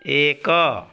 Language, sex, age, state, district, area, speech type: Odia, male, 30-45, Odisha, Nuapada, urban, read